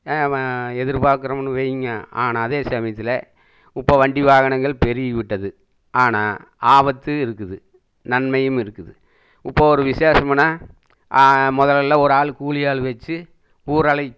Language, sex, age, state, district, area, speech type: Tamil, male, 60+, Tamil Nadu, Erode, urban, spontaneous